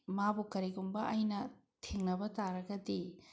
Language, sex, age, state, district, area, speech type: Manipuri, female, 60+, Manipur, Bishnupur, rural, spontaneous